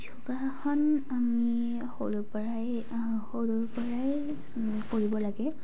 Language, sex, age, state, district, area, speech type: Assamese, female, 18-30, Assam, Udalguri, urban, spontaneous